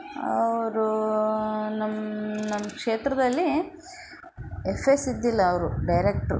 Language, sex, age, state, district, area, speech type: Kannada, female, 30-45, Karnataka, Davanagere, rural, spontaneous